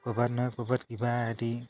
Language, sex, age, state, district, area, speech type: Assamese, male, 30-45, Assam, Dibrugarh, urban, spontaneous